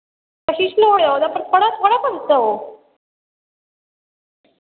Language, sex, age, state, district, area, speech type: Dogri, female, 18-30, Jammu and Kashmir, Samba, rural, conversation